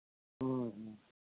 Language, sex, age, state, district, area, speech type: Santali, male, 60+, Jharkhand, East Singhbhum, rural, conversation